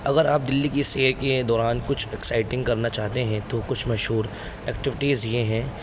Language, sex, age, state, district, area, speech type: Urdu, male, 18-30, Delhi, North East Delhi, urban, spontaneous